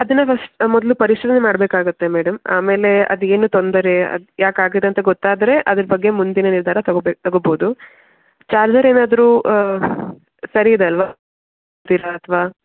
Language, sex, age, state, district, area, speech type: Kannada, female, 18-30, Karnataka, Shimoga, rural, conversation